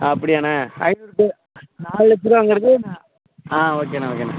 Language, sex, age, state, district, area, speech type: Tamil, male, 18-30, Tamil Nadu, Perambalur, urban, conversation